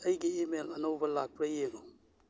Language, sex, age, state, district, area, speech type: Manipuri, male, 30-45, Manipur, Churachandpur, rural, read